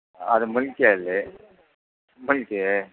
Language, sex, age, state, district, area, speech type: Kannada, male, 30-45, Karnataka, Udupi, rural, conversation